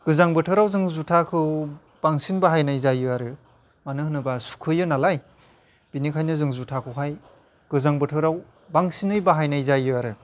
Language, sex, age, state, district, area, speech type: Bodo, male, 30-45, Assam, Chirang, rural, spontaneous